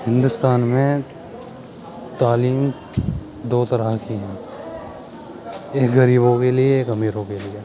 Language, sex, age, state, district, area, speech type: Urdu, male, 30-45, Uttar Pradesh, Muzaffarnagar, urban, spontaneous